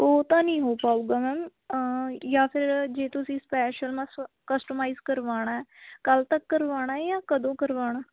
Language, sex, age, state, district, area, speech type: Punjabi, female, 18-30, Punjab, Sangrur, urban, conversation